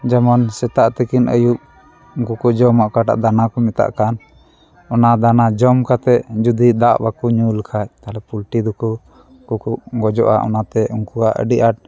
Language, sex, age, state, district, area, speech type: Santali, male, 30-45, West Bengal, Dakshin Dinajpur, rural, spontaneous